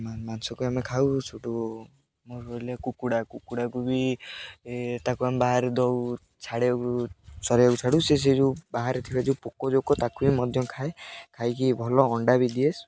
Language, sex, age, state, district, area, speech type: Odia, male, 18-30, Odisha, Jagatsinghpur, rural, spontaneous